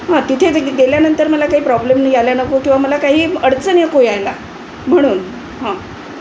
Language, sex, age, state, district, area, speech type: Marathi, female, 60+, Maharashtra, Wardha, urban, spontaneous